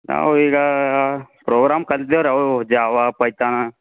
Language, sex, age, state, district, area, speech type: Kannada, male, 18-30, Karnataka, Gulbarga, urban, conversation